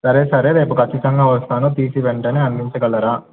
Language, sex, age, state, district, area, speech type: Telugu, male, 18-30, Telangana, Nizamabad, urban, conversation